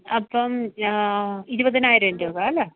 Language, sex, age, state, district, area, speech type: Malayalam, female, 30-45, Kerala, Kottayam, rural, conversation